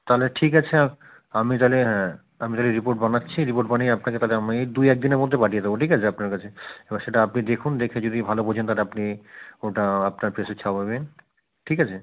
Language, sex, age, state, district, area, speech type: Bengali, male, 45-60, West Bengal, South 24 Parganas, rural, conversation